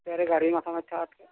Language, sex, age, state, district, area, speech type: Assamese, male, 45-60, Assam, Nalbari, rural, conversation